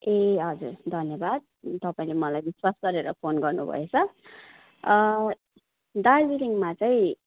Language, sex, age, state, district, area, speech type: Nepali, female, 45-60, West Bengal, Darjeeling, rural, conversation